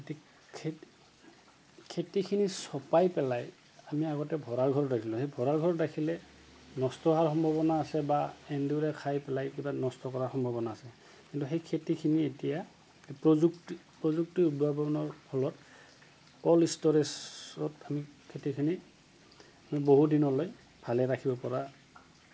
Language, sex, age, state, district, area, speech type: Assamese, male, 45-60, Assam, Goalpara, urban, spontaneous